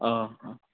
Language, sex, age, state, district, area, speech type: Bodo, male, 18-30, Assam, Udalguri, urban, conversation